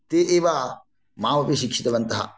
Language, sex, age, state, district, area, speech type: Sanskrit, male, 45-60, Karnataka, Shimoga, rural, spontaneous